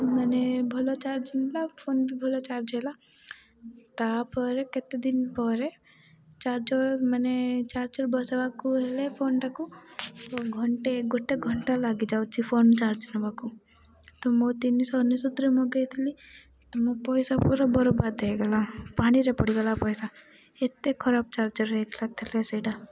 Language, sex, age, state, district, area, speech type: Odia, female, 18-30, Odisha, Rayagada, rural, spontaneous